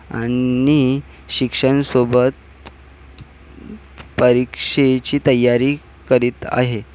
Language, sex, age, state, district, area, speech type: Marathi, male, 18-30, Maharashtra, Nagpur, urban, spontaneous